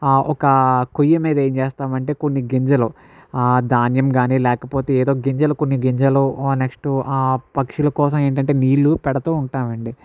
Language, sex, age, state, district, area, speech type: Telugu, male, 60+, Andhra Pradesh, Kakinada, rural, spontaneous